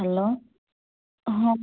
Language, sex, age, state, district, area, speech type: Odia, female, 18-30, Odisha, Nabarangpur, urban, conversation